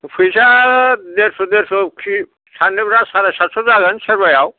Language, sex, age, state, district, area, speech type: Bodo, male, 60+, Assam, Chirang, rural, conversation